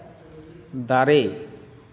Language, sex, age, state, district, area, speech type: Santali, male, 30-45, West Bengal, Jhargram, rural, read